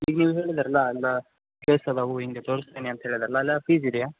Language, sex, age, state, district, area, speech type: Kannada, male, 18-30, Karnataka, Gadag, rural, conversation